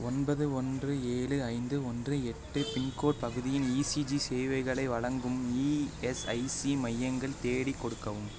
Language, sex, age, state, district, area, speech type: Tamil, male, 18-30, Tamil Nadu, Pudukkottai, rural, read